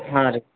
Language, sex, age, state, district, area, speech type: Kannada, male, 18-30, Karnataka, Gulbarga, urban, conversation